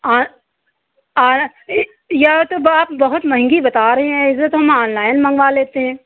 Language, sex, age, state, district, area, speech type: Hindi, female, 60+, Uttar Pradesh, Hardoi, rural, conversation